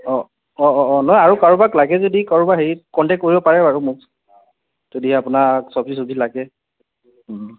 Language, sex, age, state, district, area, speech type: Assamese, male, 30-45, Assam, Dhemaji, rural, conversation